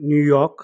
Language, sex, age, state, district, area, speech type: Nepali, male, 45-60, West Bengal, Kalimpong, rural, spontaneous